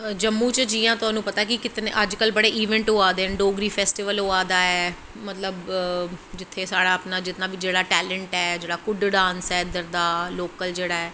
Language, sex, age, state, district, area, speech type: Dogri, female, 30-45, Jammu and Kashmir, Jammu, urban, spontaneous